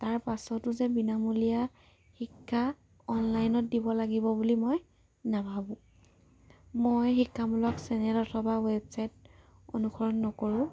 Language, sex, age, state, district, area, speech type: Assamese, female, 18-30, Assam, Jorhat, urban, spontaneous